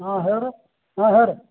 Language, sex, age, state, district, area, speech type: Kannada, male, 45-60, Karnataka, Belgaum, rural, conversation